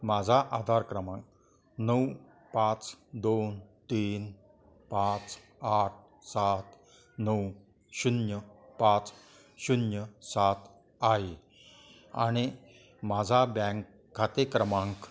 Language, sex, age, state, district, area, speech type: Marathi, male, 60+, Maharashtra, Kolhapur, urban, read